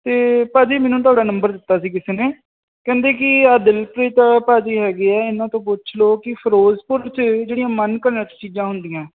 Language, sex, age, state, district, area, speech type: Punjabi, male, 18-30, Punjab, Firozpur, rural, conversation